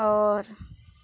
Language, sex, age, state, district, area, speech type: Maithili, female, 30-45, Bihar, Araria, rural, spontaneous